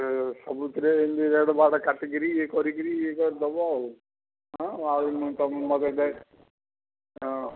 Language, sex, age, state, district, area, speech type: Odia, male, 60+, Odisha, Jharsuguda, rural, conversation